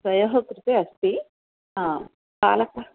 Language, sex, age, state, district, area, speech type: Sanskrit, female, 60+, Karnataka, Bellary, urban, conversation